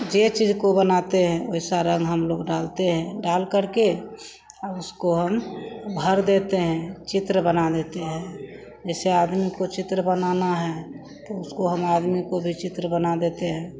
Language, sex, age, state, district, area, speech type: Hindi, female, 45-60, Bihar, Begusarai, rural, spontaneous